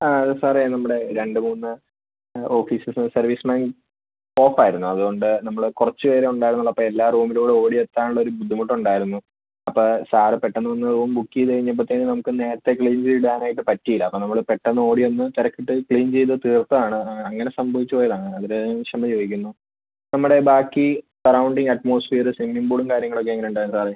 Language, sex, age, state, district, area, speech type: Malayalam, male, 18-30, Kerala, Idukki, urban, conversation